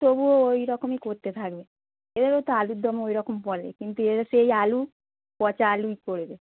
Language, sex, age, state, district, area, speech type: Bengali, female, 30-45, West Bengal, North 24 Parganas, urban, conversation